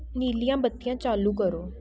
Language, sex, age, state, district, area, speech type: Punjabi, female, 18-30, Punjab, Shaheed Bhagat Singh Nagar, urban, read